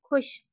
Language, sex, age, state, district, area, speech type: Punjabi, female, 18-30, Punjab, Tarn Taran, rural, read